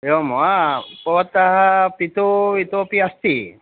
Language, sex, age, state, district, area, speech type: Sanskrit, male, 45-60, Karnataka, Vijayapura, urban, conversation